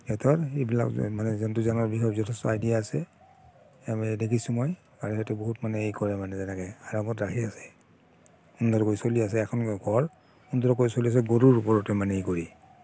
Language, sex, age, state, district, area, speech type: Assamese, male, 45-60, Assam, Barpeta, rural, spontaneous